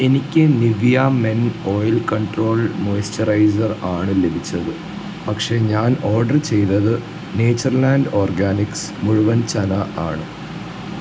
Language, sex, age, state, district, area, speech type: Malayalam, male, 18-30, Kerala, Kottayam, rural, read